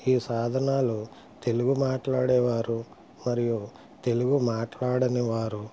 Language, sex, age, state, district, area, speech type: Telugu, male, 60+, Andhra Pradesh, West Godavari, rural, spontaneous